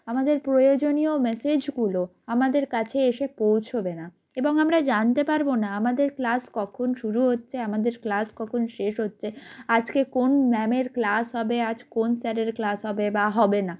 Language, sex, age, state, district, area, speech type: Bengali, female, 18-30, West Bengal, North 24 Parganas, rural, spontaneous